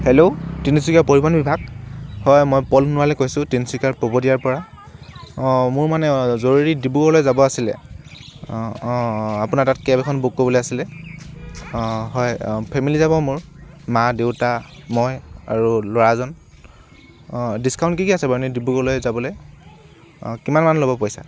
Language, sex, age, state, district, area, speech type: Assamese, male, 18-30, Assam, Tinsukia, urban, spontaneous